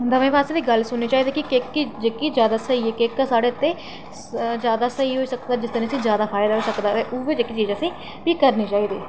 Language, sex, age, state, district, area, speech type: Dogri, female, 30-45, Jammu and Kashmir, Reasi, rural, spontaneous